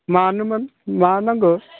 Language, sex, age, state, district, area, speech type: Bodo, male, 60+, Assam, Udalguri, rural, conversation